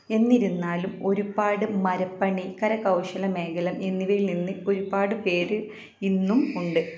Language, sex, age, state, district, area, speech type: Malayalam, female, 18-30, Kerala, Malappuram, rural, spontaneous